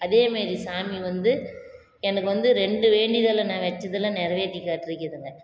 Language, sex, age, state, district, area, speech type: Tamil, female, 30-45, Tamil Nadu, Salem, rural, spontaneous